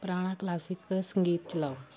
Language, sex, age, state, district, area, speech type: Punjabi, female, 18-30, Punjab, Fatehgarh Sahib, rural, read